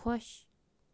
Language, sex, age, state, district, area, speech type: Kashmiri, female, 30-45, Jammu and Kashmir, Kupwara, rural, read